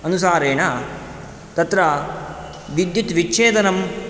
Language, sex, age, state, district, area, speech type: Sanskrit, male, 18-30, Karnataka, Udupi, rural, spontaneous